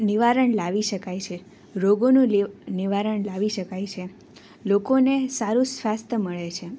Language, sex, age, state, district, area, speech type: Gujarati, female, 18-30, Gujarat, Surat, rural, spontaneous